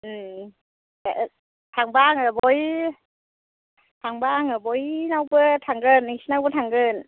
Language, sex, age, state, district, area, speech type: Bodo, female, 30-45, Assam, Kokrajhar, rural, conversation